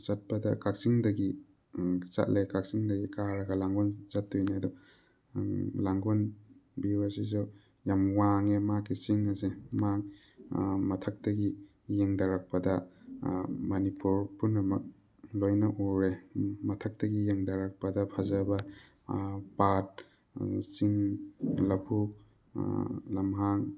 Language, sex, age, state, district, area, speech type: Manipuri, male, 30-45, Manipur, Thoubal, rural, spontaneous